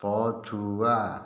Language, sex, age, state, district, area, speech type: Odia, male, 60+, Odisha, Dhenkanal, rural, read